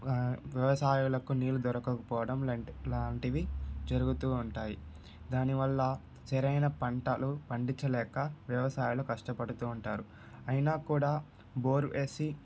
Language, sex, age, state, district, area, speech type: Telugu, male, 18-30, Andhra Pradesh, Sri Balaji, rural, spontaneous